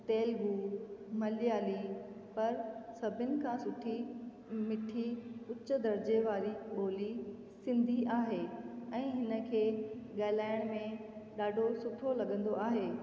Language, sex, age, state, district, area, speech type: Sindhi, female, 30-45, Rajasthan, Ajmer, urban, spontaneous